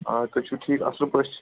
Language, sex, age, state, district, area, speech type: Kashmiri, male, 18-30, Jammu and Kashmir, Shopian, rural, conversation